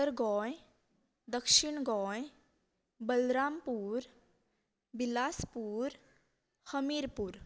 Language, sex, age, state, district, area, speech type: Goan Konkani, female, 18-30, Goa, Canacona, rural, spontaneous